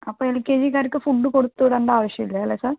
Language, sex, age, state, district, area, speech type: Malayalam, female, 18-30, Kerala, Palakkad, rural, conversation